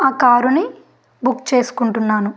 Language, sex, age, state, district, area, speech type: Telugu, female, 18-30, Telangana, Bhadradri Kothagudem, rural, spontaneous